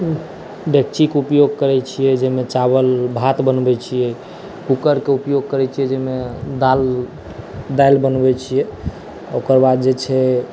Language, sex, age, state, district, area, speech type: Maithili, male, 18-30, Bihar, Saharsa, rural, spontaneous